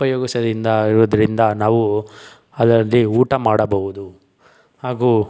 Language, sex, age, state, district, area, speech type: Kannada, male, 18-30, Karnataka, Tumkur, urban, spontaneous